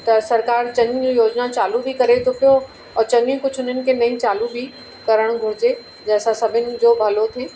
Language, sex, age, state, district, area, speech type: Sindhi, female, 45-60, Uttar Pradesh, Lucknow, urban, spontaneous